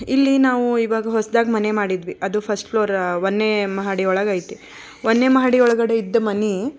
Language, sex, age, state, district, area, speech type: Kannada, female, 30-45, Karnataka, Koppal, rural, spontaneous